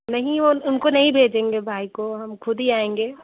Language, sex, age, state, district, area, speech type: Hindi, female, 18-30, Uttar Pradesh, Prayagraj, urban, conversation